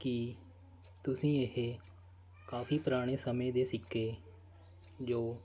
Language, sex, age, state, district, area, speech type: Punjabi, male, 30-45, Punjab, Faridkot, rural, spontaneous